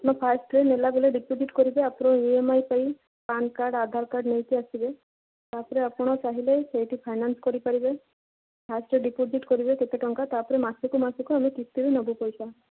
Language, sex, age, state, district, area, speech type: Odia, female, 18-30, Odisha, Malkangiri, urban, conversation